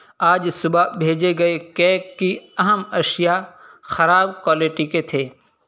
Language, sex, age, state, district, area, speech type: Urdu, male, 18-30, Uttar Pradesh, Saharanpur, urban, read